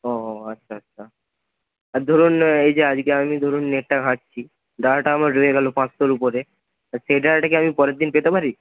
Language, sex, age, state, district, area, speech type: Bengali, male, 18-30, West Bengal, Purba Medinipur, rural, conversation